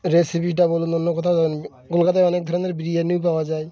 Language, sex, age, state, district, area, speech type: Bengali, male, 18-30, West Bengal, Birbhum, urban, spontaneous